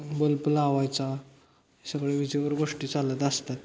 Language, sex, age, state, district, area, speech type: Marathi, male, 18-30, Maharashtra, Satara, urban, spontaneous